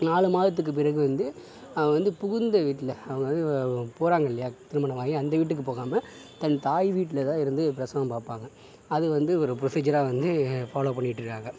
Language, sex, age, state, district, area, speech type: Tamil, male, 60+, Tamil Nadu, Sivaganga, urban, spontaneous